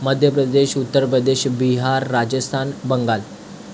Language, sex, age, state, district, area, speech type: Marathi, male, 18-30, Maharashtra, Thane, urban, spontaneous